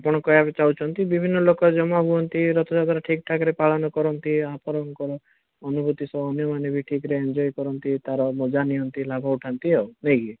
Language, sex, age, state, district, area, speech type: Odia, male, 18-30, Odisha, Bhadrak, rural, conversation